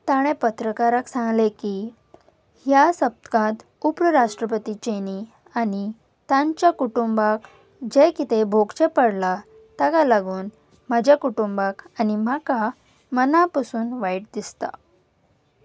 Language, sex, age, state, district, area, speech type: Goan Konkani, female, 18-30, Goa, Salcete, urban, read